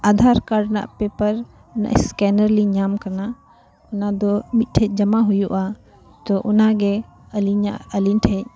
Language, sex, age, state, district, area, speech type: Santali, female, 18-30, Jharkhand, Bokaro, rural, spontaneous